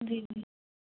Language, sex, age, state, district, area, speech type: Hindi, female, 18-30, Madhya Pradesh, Katni, urban, conversation